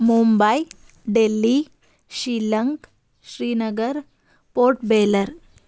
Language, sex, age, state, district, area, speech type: Kannada, female, 30-45, Karnataka, Tumkur, rural, spontaneous